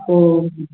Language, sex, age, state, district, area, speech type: Sanskrit, male, 30-45, Telangana, Medak, rural, conversation